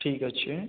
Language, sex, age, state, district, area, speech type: Bengali, male, 45-60, West Bengal, Purulia, urban, conversation